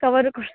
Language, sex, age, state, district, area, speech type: Kannada, female, 18-30, Karnataka, Dharwad, rural, conversation